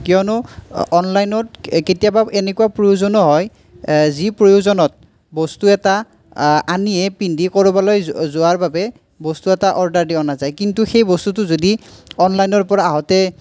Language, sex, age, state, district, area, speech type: Assamese, male, 18-30, Assam, Nalbari, rural, spontaneous